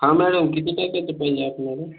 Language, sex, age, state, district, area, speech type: Marathi, male, 18-30, Maharashtra, Hingoli, urban, conversation